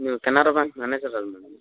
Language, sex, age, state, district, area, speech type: Kannada, male, 18-30, Karnataka, Davanagere, rural, conversation